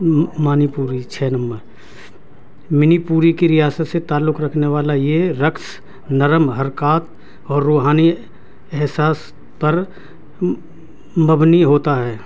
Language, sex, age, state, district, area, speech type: Urdu, male, 60+, Delhi, South Delhi, urban, spontaneous